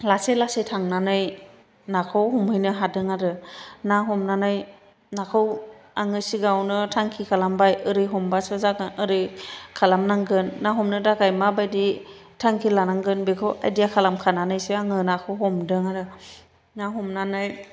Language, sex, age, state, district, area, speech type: Bodo, female, 45-60, Assam, Chirang, urban, spontaneous